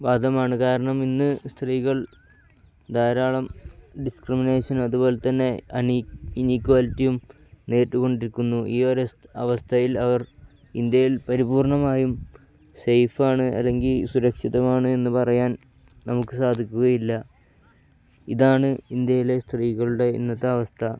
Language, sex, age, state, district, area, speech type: Malayalam, male, 18-30, Kerala, Kozhikode, rural, spontaneous